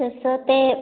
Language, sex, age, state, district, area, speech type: Marathi, female, 30-45, Maharashtra, Sangli, rural, conversation